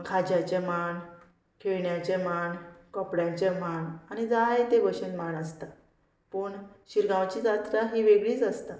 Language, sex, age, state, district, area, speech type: Goan Konkani, female, 30-45, Goa, Murmgao, rural, spontaneous